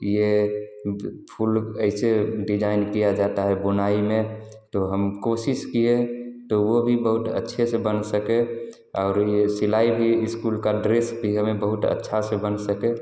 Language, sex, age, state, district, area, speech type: Hindi, male, 18-30, Bihar, Samastipur, rural, spontaneous